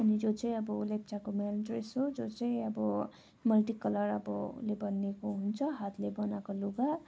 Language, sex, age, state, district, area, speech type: Nepali, female, 18-30, West Bengal, Darjeeling, rural, spontaneous